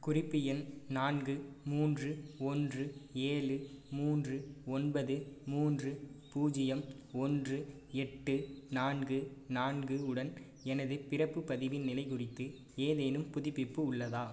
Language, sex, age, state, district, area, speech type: Tamil, male, 18-30, Tamil Nadu, Perambalur, rural, read